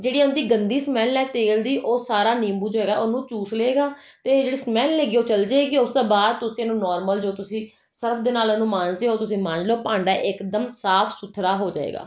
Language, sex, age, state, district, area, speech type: Punjabi, female, 30-45, Punjab, Jalandhar, urban, spontaneous